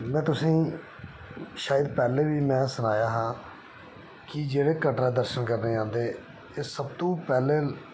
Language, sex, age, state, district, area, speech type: Dogri, male, 30-45, Jammu and Kashmir, Reasi, rural, spontaneous